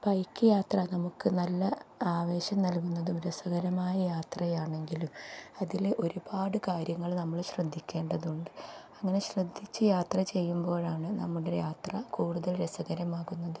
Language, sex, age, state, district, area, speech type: Malayalam, female, 30-45, Kerala, Kozhikode, rural, spontaneous